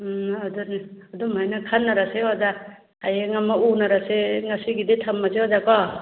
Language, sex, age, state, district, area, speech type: Manipuri, female, 45-60, Manipur, Churachandpur, rural, conversation